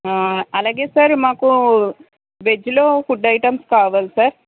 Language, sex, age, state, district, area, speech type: Telugu, male, 18-30, Andhra Pradesh, Guntur, urban, conversation